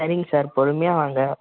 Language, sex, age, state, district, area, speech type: Tamil, male, 18-30, Tamil Nadu, Salem, rural, conversation